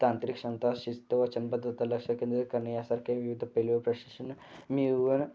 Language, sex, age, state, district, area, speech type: Marathi, male, 18-30, Maharashtra, Kolhapur, urban, spontaneous